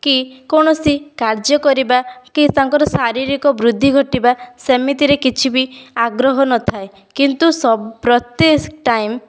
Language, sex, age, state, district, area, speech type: Odia, female, 18-30, Odisha, Balasore, rural, spontaneous